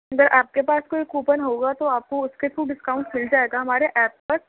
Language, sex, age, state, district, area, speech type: Urdu, female, 18-30, Delhi, East Delhi, urban, conversation